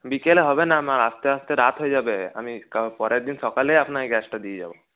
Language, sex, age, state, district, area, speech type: Bengali, male, 30-45, West Bengal, Paschim Bardhaman, urban, conversation